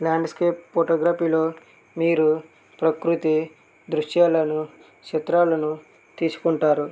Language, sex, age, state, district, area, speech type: Telugu, male, 30-45, Andhra Pradesh, West Godavari, rural, spontaneous